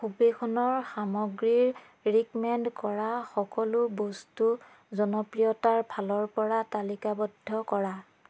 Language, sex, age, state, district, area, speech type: Assamese, female, 30-45, Assam, Biswanath, rural, read